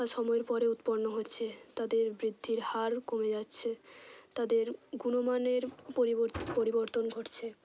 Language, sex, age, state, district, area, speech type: Bengali, female, 18-30, West Bengal, Hooghly, urban, spontaneous